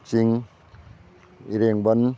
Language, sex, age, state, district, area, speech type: Manipuri, male, 60+, Manipur, Kakching, rural, spontaneous